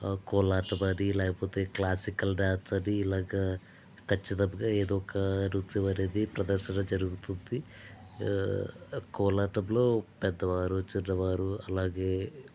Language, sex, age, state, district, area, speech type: Telugu, male, 45-60, Andhra Pradesh, East Godavari, rural, spontaneous